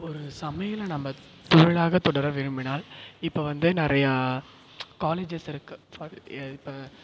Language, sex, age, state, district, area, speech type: Tamil, male, 18-30, Tamil Nadu, Perambalur, urban, spontaneous